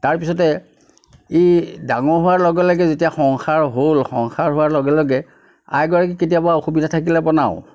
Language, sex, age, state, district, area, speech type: Assamese, male, 60+, Assam, Nagaon, rural, spontaneous